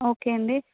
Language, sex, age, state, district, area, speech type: Telugu, female, 30-45, Andhra Pradesh, Vizianagaram, urban, conversation